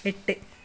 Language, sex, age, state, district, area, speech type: Malayalam, female, 30-45, Kerala, Kasaragod, rural, read